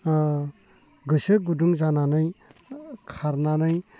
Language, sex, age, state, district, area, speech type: Bodo, male, 30-45, Assam, Baksa, rural, spontaneous